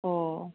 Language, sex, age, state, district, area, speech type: Bodo, female, 45-60, Assam, Kokrajhar, rural, conversation